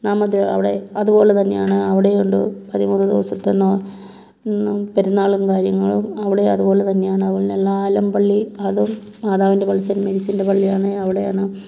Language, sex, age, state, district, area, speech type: Malayalam, female, 45-60, Kerala, Kottayam, rural, spontaneous